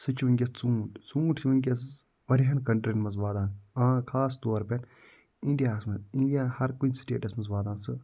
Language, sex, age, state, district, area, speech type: Kashmiri, male, 45-60, Jammu and Kashmir, Budgam, urban, spontaneous